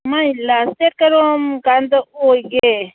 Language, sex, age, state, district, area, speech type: Manipuri, female, 45-60, Manipur, Kangpokpi, urban, conversation